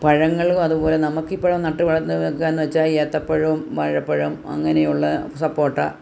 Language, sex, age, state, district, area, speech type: Malayalam, female, 60+, Kerala, Kottayam, rural, spontaneous